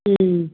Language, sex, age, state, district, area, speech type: Tamil, female, 60+, Tamil Nadu, Sivaganga, rural, conversation